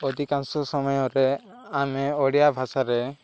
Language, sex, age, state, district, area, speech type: Odia, male, 18-30, Odisha, Koraput, urban, spontaneous